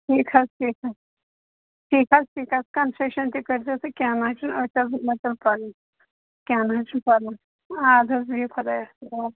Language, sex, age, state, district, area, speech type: Kashmiri, female, 60+, Jammu and Kashmir, Pulwama, rural, conversation